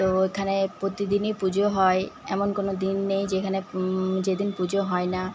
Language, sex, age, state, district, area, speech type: Bengali, female, 18-30, West Bengal, Paschim Bardhaman, rural, spontaneous